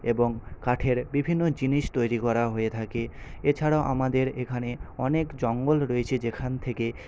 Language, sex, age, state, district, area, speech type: Bengali, male, 18-30, West Bengal, Paschim Medinipur, rural, spontaneous